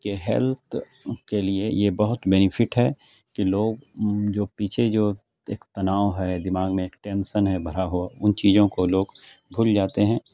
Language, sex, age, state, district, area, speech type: Urdu, male, 45-60, Bihar, Khagaria, rural, spontaneous